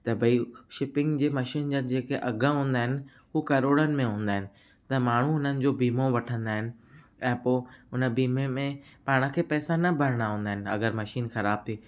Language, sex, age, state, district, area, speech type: Sindhi, male, 18-30, Gujarat, Kutch, urban, spontaneous